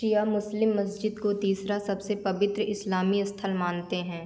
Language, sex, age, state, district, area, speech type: Hindi, female, 30-45, Uttar Pradesh, Ayodhya, rural, read